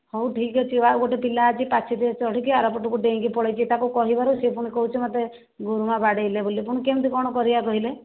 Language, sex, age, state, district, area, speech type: Odia, female, 60+, Odisha, Jajpur, rural, conversation